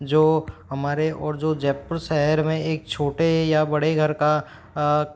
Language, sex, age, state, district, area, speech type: Hindi, male, 18-30, Rajasthan, Jaipur, urban, spontaneous